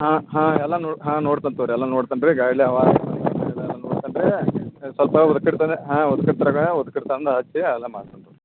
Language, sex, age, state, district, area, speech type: Kannada, male, 30-45, Karnataka, Belgaum, rural, conversation